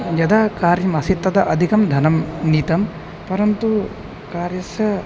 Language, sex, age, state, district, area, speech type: Sanskrit, male, 18-30, Assam, Kokrajhar, rural, spontaneous